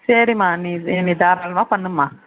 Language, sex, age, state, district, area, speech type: Tamil, female, 18-30, Tamil Nadu, Vellore, urban, conversation